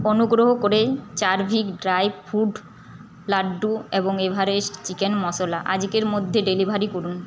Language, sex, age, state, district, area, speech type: Bengali, female, 30-45, West Bengal, Paschim Bardhaman, urban, read